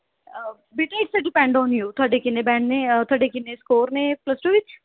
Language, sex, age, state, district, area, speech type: Punjabi, female, 18-30, Punjab, Mohali, rural, conversation